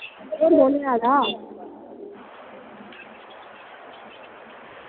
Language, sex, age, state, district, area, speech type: Dogri, female, 18-30, Jammu and Kashmir, Udhampur, rural, conversation